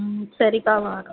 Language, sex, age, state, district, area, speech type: Tamil, female, 30-45, Tamil Nadu, Thoothukudi, rural, conversation